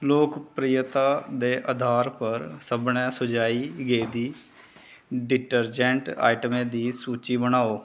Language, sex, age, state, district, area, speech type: Dogri, male, 30-45, Jammu and Kashmir, Kathua, urban, read